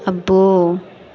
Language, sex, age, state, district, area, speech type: Telugu, female, 30-45, Andhra Pradesh, Chittoor, urban, read